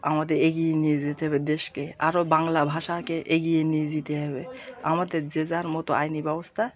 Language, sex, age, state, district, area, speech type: Bengali, male, 30-45, West Bengal, Birbhum, urban, spontaneous